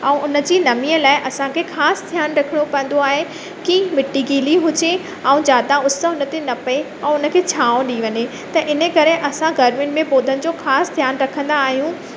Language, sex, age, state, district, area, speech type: Sindhi, female, 30-45, Madhya Pradesh, Katni, urban, spontaneous